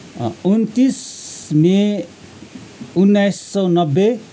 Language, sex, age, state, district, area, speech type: Nepali, male, 45-60, West Bengal, Kalimpong, rural, spontaneous